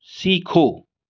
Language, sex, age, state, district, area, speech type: Hindi, male, 60+, Rajasthan, Jodhpur, urban, read